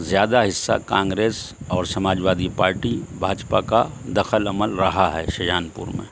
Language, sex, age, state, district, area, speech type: Urdu, male, 60+, Uttar Pradesh, Shahjahanpur, rural, spontaneous